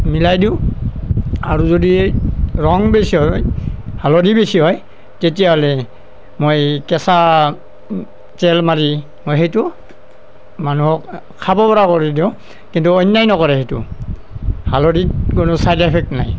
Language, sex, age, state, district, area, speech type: Assamese, male, 45-60, Assam, Nalbari, rural, spontaneous